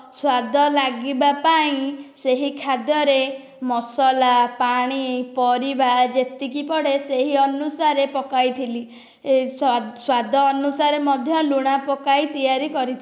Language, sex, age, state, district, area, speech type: Odia, female, 18-30, Odisha, Dhenkanal, rural, spontaneous